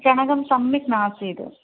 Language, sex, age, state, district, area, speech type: Sanskrit, female, 45-60, Kerala, Thrissur, urban, conversation